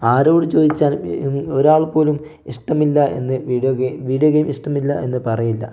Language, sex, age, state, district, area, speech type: Malayalam, male, 18-30, Kerala, Wayanad, rural, spontaneous